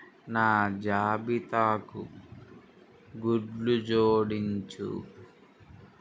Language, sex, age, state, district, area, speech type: Telugu, male, 18-30, Andhra Pradesh, Srikakulam, urban, read